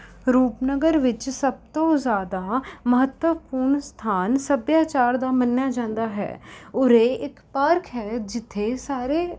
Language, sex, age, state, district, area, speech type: Punjabi, female, 18-30, Punjab, Rupnagar, urban, spontaneous